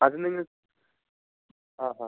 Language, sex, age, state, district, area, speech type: Malayalam, male, 18-30, Kerala, Thrissur, urban, conversation